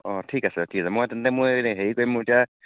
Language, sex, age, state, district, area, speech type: Assamese, male, 45-60, Assam, Tinsukia, rural, conversation